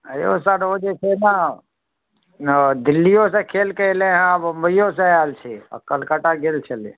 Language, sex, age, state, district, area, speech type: Maithili, male, 30-45, Bihar, Darbhanga, urban, conversation